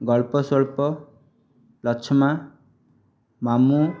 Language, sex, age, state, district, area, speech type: Odia, male, 18-30, Odisha, Jajpur, rural, spontaneous